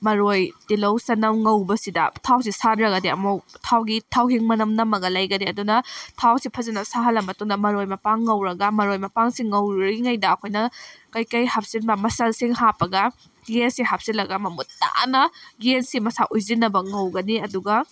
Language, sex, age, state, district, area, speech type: Manipuri, female, 18-30, Manipur, Kakching, rural, spontaneous